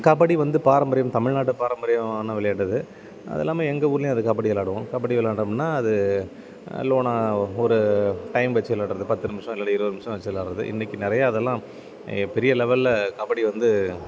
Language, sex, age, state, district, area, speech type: Tamil, male, 30-45, Tamil Nadu, Thanjavur, rural, spontaneous